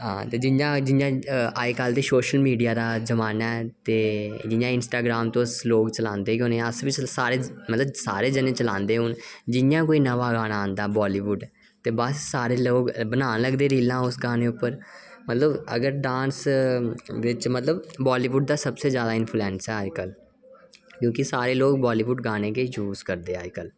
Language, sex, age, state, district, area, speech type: Dogri, male, 18-30, Jammu and Kashmir, Reasi, rural, spontaneous